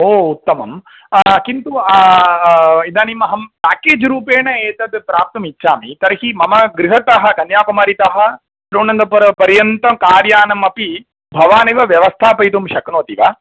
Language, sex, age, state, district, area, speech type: Sanskrit, male, 30-45, Tamil Nadu, Tirunelveli, rural, conversation